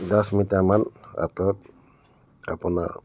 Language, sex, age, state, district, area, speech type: Assamese, male, 60+, Assam, Tinsukia, rural, spontaneous